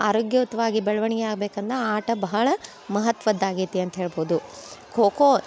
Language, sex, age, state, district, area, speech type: Kannada, female, 30-45, Karnataka, Dharwad, urban, spontaneous